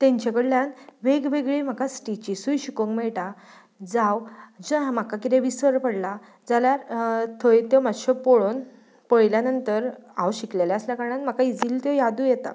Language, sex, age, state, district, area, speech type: Goan Konkani, female, 30-45, Goa, Ponda, rural, spontaneous